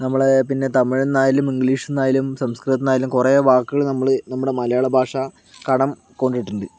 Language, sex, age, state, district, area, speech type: Malayalam, male, 30-45, Kerala, Palakkad, urban, spontaneous